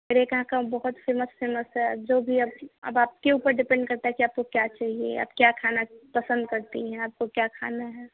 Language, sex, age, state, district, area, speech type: Hindi, female, 18-30, Uttar Pradesh, Chandauli, urban, conversation